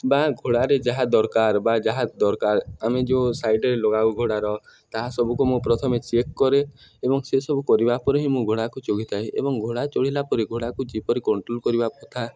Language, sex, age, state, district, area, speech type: Odia, male, 18-30, Odisha, Nuapada, urban, spontaneous